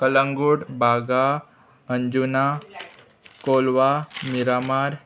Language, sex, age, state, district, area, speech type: Goan Konkani, male, 18-30, Goa, Murmgao, urban, spontaneous